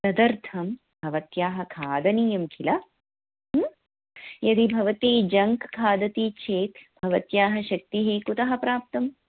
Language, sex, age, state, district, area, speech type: Sanskrit, female, 30-45, Karnataka, Bangalore Urban, urban, conversation